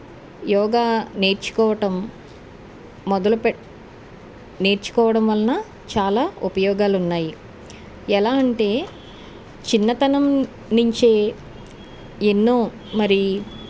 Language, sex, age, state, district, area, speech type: Telugu, female, 45-60, Andhra Pradesh, Eluru, urban, spontaneous